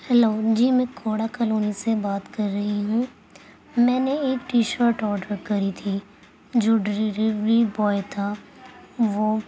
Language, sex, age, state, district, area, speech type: Urdu, female, 18-30, Uttar Pradesh, Gautam Buddha Nagar, urban, spontaneous